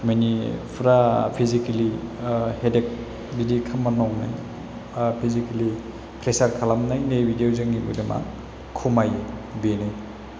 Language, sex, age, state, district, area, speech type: Bodo, male, 30-45, Assam, Chirang, rural, spontaneous